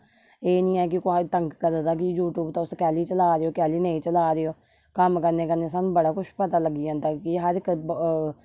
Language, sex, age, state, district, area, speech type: Dogri, female, 30-45, Jammu and Kashmir, Samba, rural, spontaneous